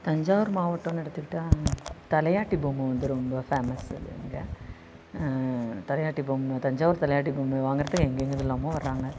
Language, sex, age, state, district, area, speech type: Tamil, female, 45-60, Tamil Nadu, Thanjavur, rural, spontaneous